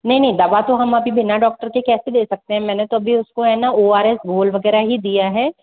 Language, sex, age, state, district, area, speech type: Hindi, female, 18-30, Rajasthan, Jaipur, urban, conversation